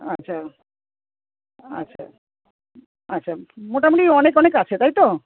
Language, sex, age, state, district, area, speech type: Bengali, female, 60+, West Bengal, Paschim Medinipur, rural, conversation